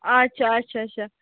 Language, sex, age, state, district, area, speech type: Kashmiri, female, 45-60, Jammu and Kashmir, Ganderbal, rural, conversation